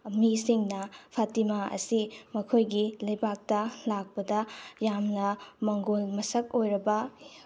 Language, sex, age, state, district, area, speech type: Manipuri, female, 30-45, Manipur, Tengnoupal, rural, spontaneous